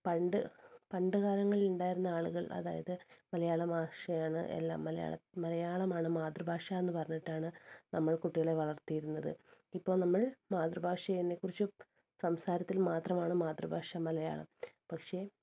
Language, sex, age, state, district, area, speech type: Malayalam, female, 30-45, Kerala, Wayanad, rural, spontaneous